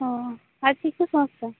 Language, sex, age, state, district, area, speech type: Santali, female, 18-30, West Bengal, Purba Bardhaman, rural, conversation